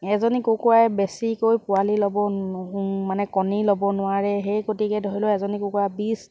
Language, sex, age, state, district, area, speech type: Assamese, female, 45-60, Assam, Dibrugarh, rural, spontaneous